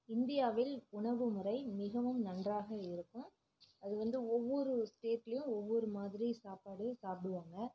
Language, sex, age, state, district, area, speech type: Tamil, female, 30-45, Tamil Nadu, Namakkal, rural, spontaneous